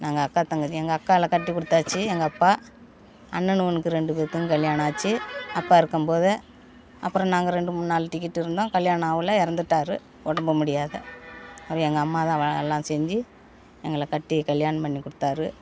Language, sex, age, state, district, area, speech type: Tamil, female, 60+, Tamil Nadu, Perambalur, rural, spontaneous